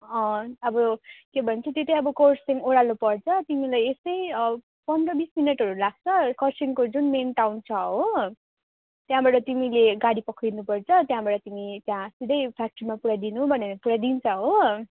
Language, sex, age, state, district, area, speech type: Nepali, female, 18-30, West Bengal, Darjeeling, rural, conversation